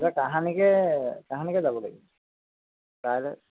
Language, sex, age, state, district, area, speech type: Assamese, male, 30-45, Assam, Jorhat, urban, conversation